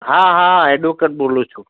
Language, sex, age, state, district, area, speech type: Gujarati, female, 30-45, Gujarat, Surat, urban, conversation